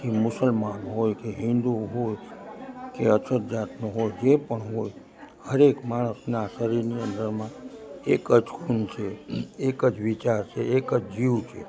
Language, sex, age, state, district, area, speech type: Gujarati, male, 60+, Gujarat, Rajkot, urban, spontaneous